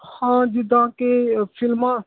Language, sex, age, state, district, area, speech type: Punjabi, male, 30-45, Punjab, Hoshiarpur, urban, conversation